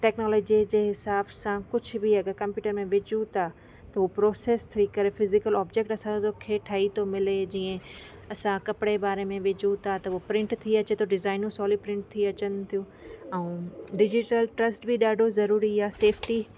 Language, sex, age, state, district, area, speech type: Sindhi, female, 30-45, Rajasthan, Ajmer, urban, spontaneous